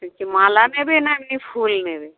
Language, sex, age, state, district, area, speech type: Bengali, female, 60+, West Bengal, Dakshin Dinajpur, rural, conversation